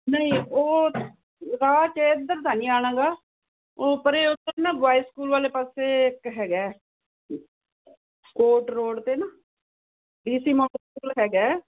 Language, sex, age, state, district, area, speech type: Punjabi, female, 60+, Punjab, Fazilka, rural, conversation